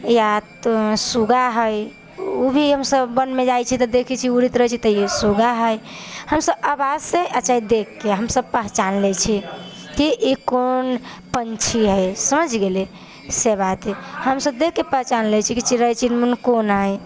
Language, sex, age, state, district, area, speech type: Maithili, female, 18-30, Bihar, Samastipur, urban, spontaneous